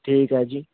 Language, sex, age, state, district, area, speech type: Punjabi, male, 18-30, Punjab, Ludhiana, urban, conversation